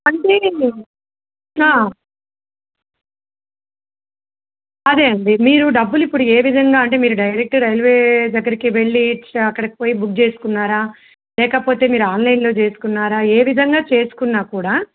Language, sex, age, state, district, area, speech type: Telugu, female, 30-45, Telangana, Medak, rural, conversation